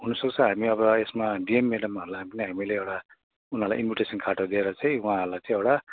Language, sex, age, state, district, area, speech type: Nepali, male, 60+, West Bengal, Kalimpong, rural, conversation